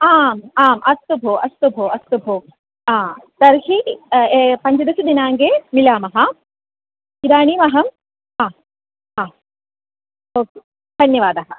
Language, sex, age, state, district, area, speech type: Sanskrit, female, 18-30, Kerala, Ernakulam, urban, conversation